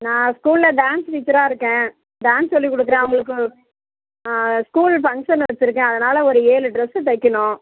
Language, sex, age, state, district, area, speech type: Tamil, female, 30-45, Tamil Nadu, Tiruchirappalli, rural, conversation